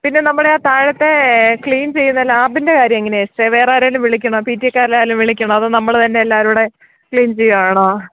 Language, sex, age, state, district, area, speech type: Malayalam, female, 30-45, Kerala, Idukki, rural, conversation